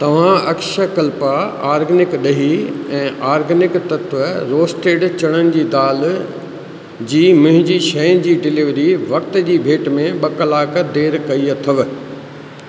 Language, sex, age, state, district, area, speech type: Sindhi, male, 60+, Rajasthan, Ajmer, urban, read